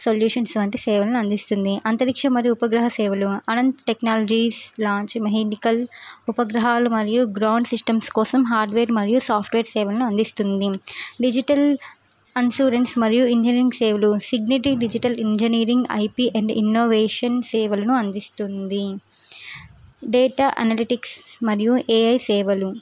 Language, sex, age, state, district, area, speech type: Telugu, female, 18-30, Telangana, Suryapet, urban, spontaneous